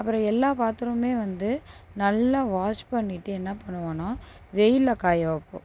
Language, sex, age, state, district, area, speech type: Tamil, female, 30-45, Tamil Nadu, Tiruchirappalli, rural, spontaneous